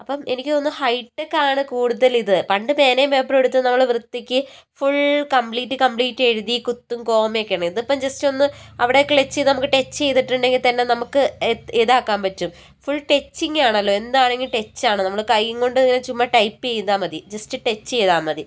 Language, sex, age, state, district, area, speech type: Malayalam, female, 18-30, Kerala, Kozhikode, urban, spontaneous